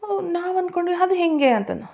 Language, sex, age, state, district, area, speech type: Kannada, female, 30-45, Karnataka, Koppal, rural, spontaneous